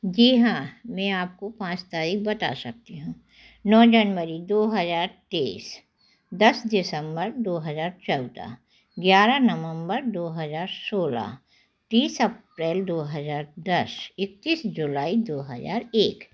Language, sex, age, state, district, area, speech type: Hindi, female, 60+, Madhya Pradesh, Jabalpur, urban, spontaneous